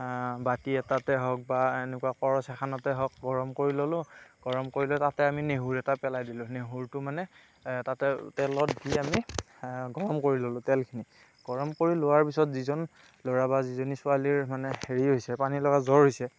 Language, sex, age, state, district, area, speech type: Assamese, male, 45-60, Assam, Darrang, rural, spontaneous